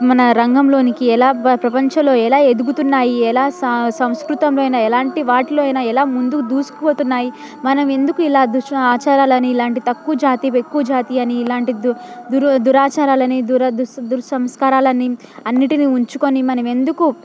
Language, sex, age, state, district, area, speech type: Telugu, female, 18-30, Telangana, Hyderabad, rural, spontaneous